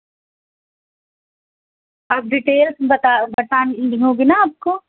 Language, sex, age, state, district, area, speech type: Urdu, female, 18-30, Delhi, Central Delhi, urban, conversation